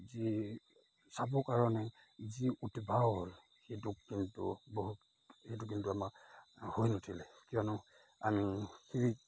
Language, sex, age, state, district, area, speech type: Assamese, male, 30-45, Assam, Majuli, urban, spontaneous